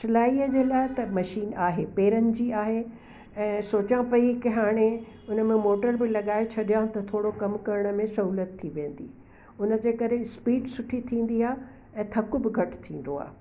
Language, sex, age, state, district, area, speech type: Sindhi, female, 60+, Gujarat, Kutch, urban, spontaneous